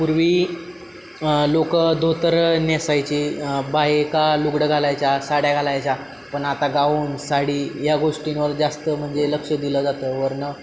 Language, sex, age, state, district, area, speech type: Marathi, male, 18-30, Maharashtra, Satara, urban, spontaneous